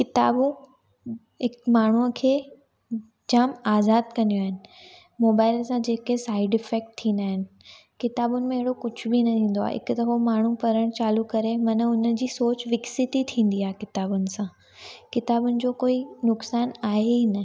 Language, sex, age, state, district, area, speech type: Sindhi, female, 18-30, Gujarat, Surat, urban, spontaneous